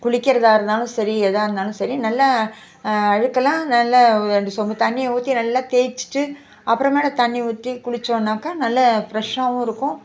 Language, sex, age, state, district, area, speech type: Tamil, female, 60+, Tamil Nadu, Nagapattinam, urban, spontaneous